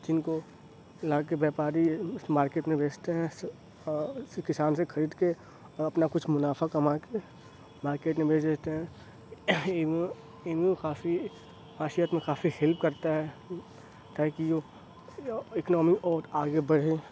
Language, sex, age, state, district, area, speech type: Urdu, male, 30-45, Uttar Pradesh, Aligarh, rural, spontaneous